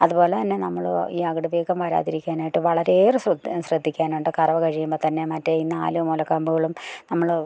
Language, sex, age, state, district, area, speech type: Malayalam, female, 45-60, Kerala, Idukki, rural, spontaneous